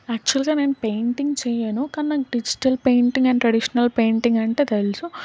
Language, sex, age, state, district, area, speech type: Telugu, female, 18-30, Telangana, Karimnagar, urban, spontaneous